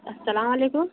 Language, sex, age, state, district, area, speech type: Urdu, female, 30-45, Bihar, Khagaria, rural, conversation